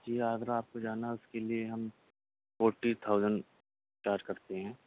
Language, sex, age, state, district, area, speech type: Urdu, male, 18-30, Delhi, Central Delhi, urban, conversation